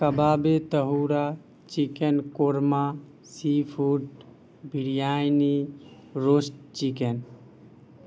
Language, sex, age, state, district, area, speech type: Urdu, male, 18-30, Bihar, Madhubani, rural, spontaneous